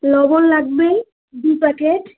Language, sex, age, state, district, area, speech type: Bengali, female, 18-30, West Bengal, Alipurduar, rural, conversation